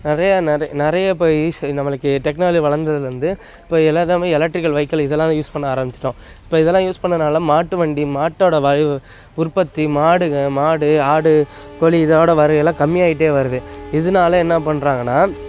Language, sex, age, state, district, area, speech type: Tamil, male, 18-30, Tamil Nadu, Nagapattinam, urban, spontaneous